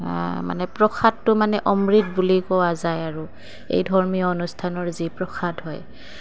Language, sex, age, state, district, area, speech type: Assamese, female, 30-45, Assam, Goalpara, urban, spontaneous